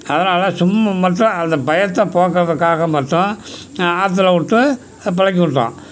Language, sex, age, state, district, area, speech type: Tamil, male, 60+, Tamil Nadu, Tiruchirappalli, rural, spontaneous